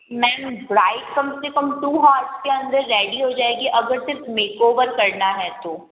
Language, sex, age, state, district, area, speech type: Hindi, female, 18-30, Rajasthan, Jodhpur, urban, conversation